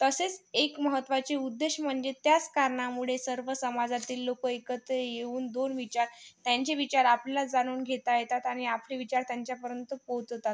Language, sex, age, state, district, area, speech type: Marathi, female, 18-30, Maharashtra, Yavatmal, rural, spontaneous